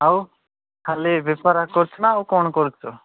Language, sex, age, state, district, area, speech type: Odia, male, 18-30, Odisha, Nabarangpur, urban, conversation